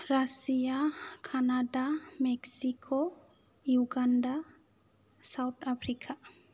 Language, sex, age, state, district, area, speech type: Bodo, female, 30-45, Assam, Kokrajhar, rural, spontaneous